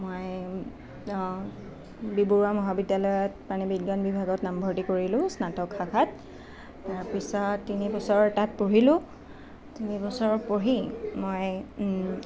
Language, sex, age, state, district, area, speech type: Assamese, female, 18-30, Assam, Nalbari, rural, spontaneous